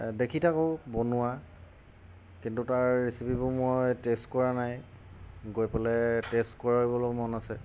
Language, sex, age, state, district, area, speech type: Assamese, male, 30-45, Assam, Golaghat, urban, spontaneous